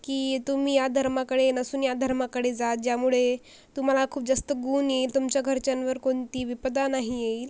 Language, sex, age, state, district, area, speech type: Marathi, female, 45-60, Maharashtra, Akola, rural, spontaneous